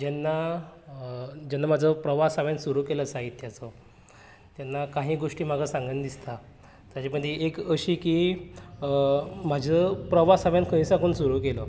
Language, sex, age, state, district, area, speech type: Goan Konkani, male, 18-30, Goa, Canacona, rural, spontaneous